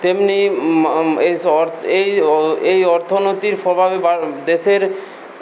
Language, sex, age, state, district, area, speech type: Bengali, male, 18-30, West Bengal, Purulia, rural, spontaneous